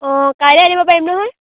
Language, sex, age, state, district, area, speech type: Assamese, female, 18-30, Assam, Dhemaji, rural, conversation